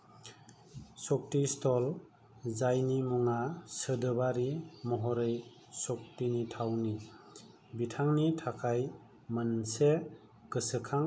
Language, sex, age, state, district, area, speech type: Bodo, male, 45-60, Assam, Kokrajhar, rural, read